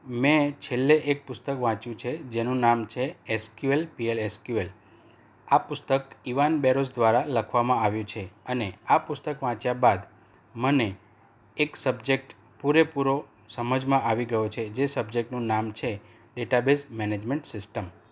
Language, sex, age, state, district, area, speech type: Gujarati, male, 45-60, Gujarat, Anand, urban, spontaneous